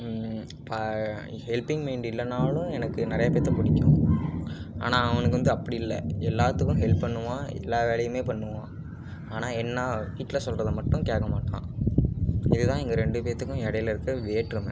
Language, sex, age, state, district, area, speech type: Tamil, male, 18-30, Tamil Nadu, Ariyalur, rural, spontaneous